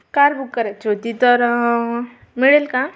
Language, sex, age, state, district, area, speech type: Marathi, female, 18-30, Maharashtra, Amravati, urban, spontaneous